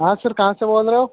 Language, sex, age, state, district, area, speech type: Hindi, male, 18-30, Rajasthan, Nagaur, rural, conversation